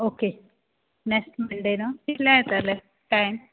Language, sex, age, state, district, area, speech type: Goan Konkani, female, 18-30, Goa, Quepem, rural, conversation